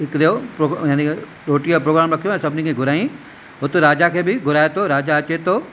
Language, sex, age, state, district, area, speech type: Sindhi, male, 45-60, Maharashtra, Thane, urban, spontaneous